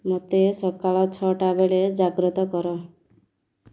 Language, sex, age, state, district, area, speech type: Odia, female, 30-45, Odisha, Ganjam, urban, read